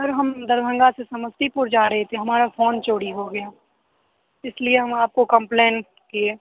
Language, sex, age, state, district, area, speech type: Hindi, male, 18-30, Bihar, Darbhanga, rural, conversation